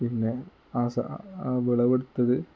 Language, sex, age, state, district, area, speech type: Malayalam, male, 18-30, Kerala, Kozhikode, rural, spontaneous